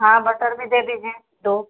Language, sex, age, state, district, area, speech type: Hindi, female, 18-30, Uttar Pradesh, Chandauli, rural, conversation